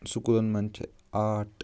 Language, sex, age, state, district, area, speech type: Kashmiri, male, 30-45, Jammu and Kashmir, Ganderbal, rural, spontaneous